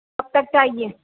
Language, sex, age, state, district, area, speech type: Urdu, female, 30-45, Uttar Pradesh, Rampur, urban, conversation